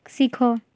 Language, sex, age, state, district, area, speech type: Odia, female, 18-30, Odisha, Bargarh, urban, read